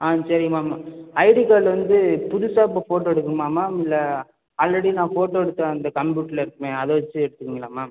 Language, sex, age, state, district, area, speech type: Tamil, male, 30-45, Tamil Nadu, Ariyalur, rural, conversation